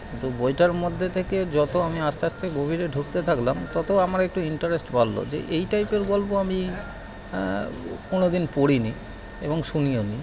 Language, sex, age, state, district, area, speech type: Bengali, male, 30-45, West Bengal, Howrah, urban, spontaneous